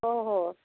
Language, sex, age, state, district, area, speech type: Odia, female, 30-45, Odisha, Sambalpur, rural, conversation